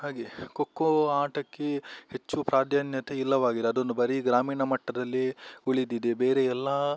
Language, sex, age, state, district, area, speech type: Kannada, male, 18-30, Karnataka, Udupi, rural, spontaneous